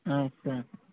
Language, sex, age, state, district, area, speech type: Telugu, male, 18-30, Andhra Pradesh, West Godavari, rural, conversation